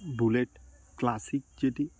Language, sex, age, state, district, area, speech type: Bengali, male, 18-30, West Bengal, Darjeeling, urban, spontaneous